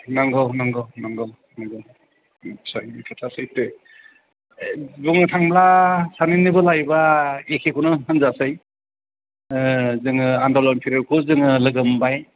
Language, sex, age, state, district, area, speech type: Bodo, male, 60+, Assam, Chirang, urban, conversation